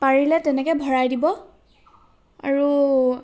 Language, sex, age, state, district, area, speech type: Assamese, female, 18-30, Assam, Charaideo, urban, spontaneous